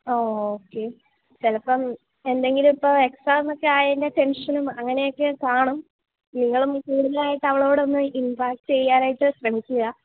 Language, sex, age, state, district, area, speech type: Malayalam, female, 18-30, Kerala, Idukki, rural, conversation